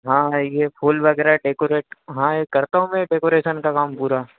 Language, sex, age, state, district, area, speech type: Hindi, male, 30-45, Madhya Pradesh, Harda, urban, conversation